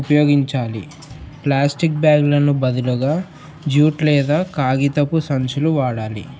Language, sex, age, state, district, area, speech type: Telugu, male, 18-30, Telangana, Mulugu, urban, spontaneous